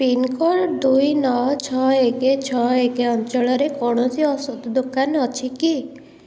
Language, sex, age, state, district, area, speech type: Odia, female, 30-45, Odisha, Puri, urban, read